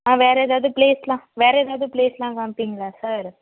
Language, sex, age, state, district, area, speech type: Tamil, female, 45-60, Tamil Nadu, Mayiladuthurai, rural, conversation